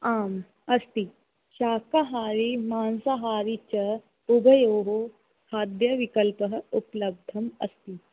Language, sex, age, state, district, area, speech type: Sanskrit, female, 18-30, Rajasthan, Jaipur, urban, conversation